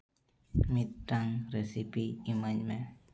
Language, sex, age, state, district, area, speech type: Santali, male, 18-30, Jharkhand, East Singhbhum, rural, read